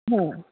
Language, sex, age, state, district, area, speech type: Marathi, female, 18-30, Maharashtra, Yavatmal, urban, conversation